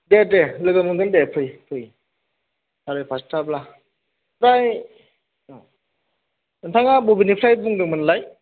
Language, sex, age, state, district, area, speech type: Bodo, male, 30-45, Assam, Chirang, rural, conversation